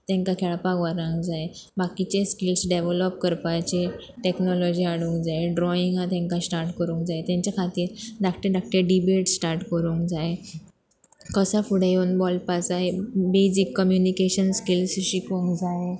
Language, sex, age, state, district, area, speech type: Goan Konkani, female, 18-30, Goa, Pernem, rural, spontaneous